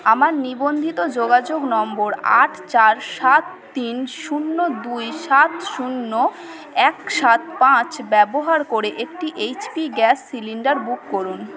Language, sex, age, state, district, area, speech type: Bengali, female, 30-45, West Bengal, Purba Bardhaman, urban, read